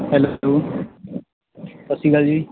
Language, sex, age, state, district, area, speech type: Punjabi, male, 18-30, Punjab, Mohali, rural, conversation